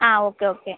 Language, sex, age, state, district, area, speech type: Malayalam, female, 18-30, Kerala, Kottayam, rural, conversation